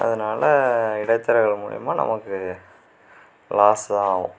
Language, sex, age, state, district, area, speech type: Tamil, male, 45-60, Tamil Nadu, Sivaganga, rural, spontaneous